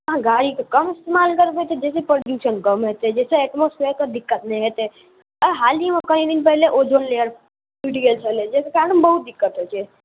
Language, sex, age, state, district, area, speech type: Maithili, male, 18-30, Bihar, Muzaffarpur, urban, conversation